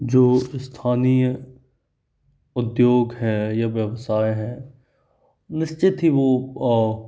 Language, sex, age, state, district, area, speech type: Hindi, male, 45-60, Madhya Pradesh, Bhopal, urban, spontaneous